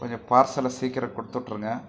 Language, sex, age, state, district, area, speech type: Tamil, male, 45-60, Tamil Nadu, Krishnagiri, rural, spontaneous